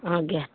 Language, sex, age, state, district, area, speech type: Odia, female, 60+, Odisha, Kendrapara, urban, conversation